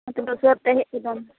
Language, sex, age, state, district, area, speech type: Santali, female, 18-30, West Bengal, Uttar Dinajpur, rural, conversation